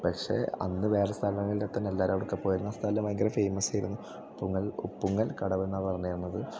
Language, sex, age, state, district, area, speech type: Malayalam, male, 18-30, Kerala, Thrissur, rural, spontaneous